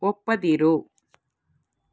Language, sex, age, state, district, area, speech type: Kannada, female, 45-60, Karnataka, Shimoga, urban, read